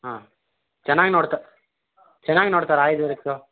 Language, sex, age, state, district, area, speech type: Kannada, male, 18-30, Karnataka, Mysore, urban, conversation